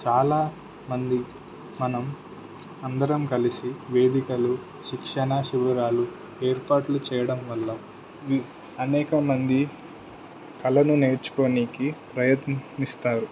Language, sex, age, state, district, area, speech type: Telugu, male, 18-30, Telangana, Suryapet, urban, spontaneous